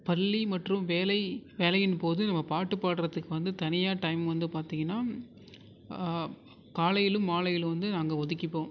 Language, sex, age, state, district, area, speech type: Tamil, male, 18-30, Tamil Nadu, Tiruvarur, urban, spontaneous